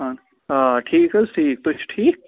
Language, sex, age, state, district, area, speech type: Kashmiri, male, 18-30, Jammu and Kashmir, Budgam, rural, conversation